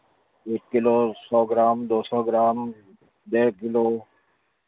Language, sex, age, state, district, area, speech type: Urdu, male, 30-45, Telangana, Hyderabad, urban, conversation